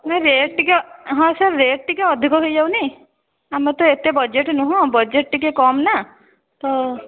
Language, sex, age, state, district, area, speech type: Odia, female, 30-45, Odisha, Bhadrak, rural, conversation